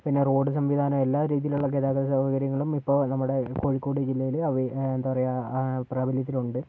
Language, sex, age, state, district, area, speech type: Malayalam, male, 18-30, Kerala, Kozhikode, urban, spontaneous